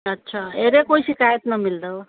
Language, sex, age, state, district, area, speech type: Sindhi, female, 45-60, Uttar Pradesh, Lucknow, urban, conversation